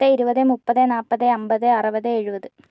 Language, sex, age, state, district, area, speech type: Malayalam, female, 60+, Kerala, Kozhikode, urban, spontaneous